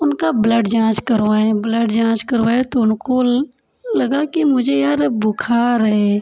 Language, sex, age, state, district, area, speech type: Hindi, female, 30-45, Uttar Pradesh, Prayagraj, urban, spontaneous